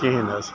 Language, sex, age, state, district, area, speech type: Kashmiri, male, 45-60, Jammu and Kashmir, Bandipora, rural, spontaneous